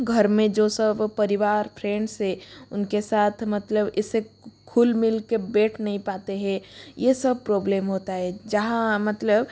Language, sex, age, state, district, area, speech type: Hindi, female, 30-45, Rajasthan, Jodhpur, rural, spontaneous